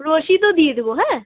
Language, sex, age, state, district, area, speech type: Bengali, female, 18-30, West Bengal, Alipurduar, rural, conversation